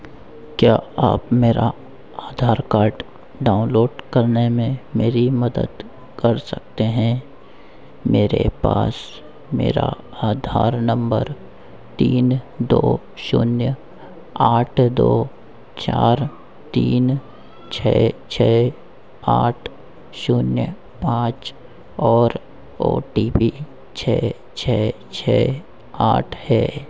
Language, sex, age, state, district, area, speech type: Hindi, male, 60+, Madhya Pradesh, Harda, urban, read